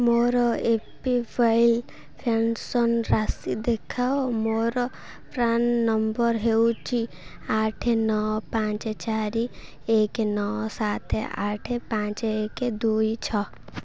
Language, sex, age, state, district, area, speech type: Odia, female, 18-30, Odisha, Kendrapara, urban, read